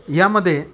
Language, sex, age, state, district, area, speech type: Marathi, male, 45-60, Maharashtra, Satara, urban, spontaneous